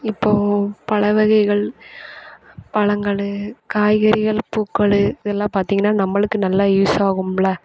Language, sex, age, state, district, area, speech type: Tamil, female, 18-30, Tamil Nadu, Thoothukudi, urban, spontaneous